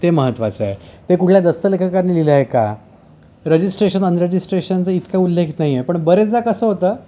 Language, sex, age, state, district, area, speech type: Marathi, male, 30-45, Maharashtra, Yavatmal, urban, spontaneous